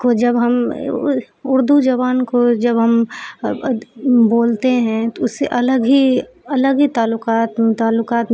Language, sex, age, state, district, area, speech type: Urdu, female, 45-60, Bihar, Supaul, urban, spontaneous